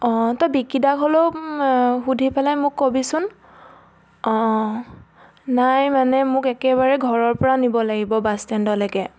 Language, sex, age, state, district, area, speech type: Assamese, female, 18-30, Assam, Biswanath, rural, spontaneous